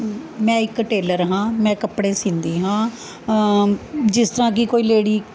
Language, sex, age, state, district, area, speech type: Punjabi, female, 45-60, Punjab, Mohali, urban, spontaneous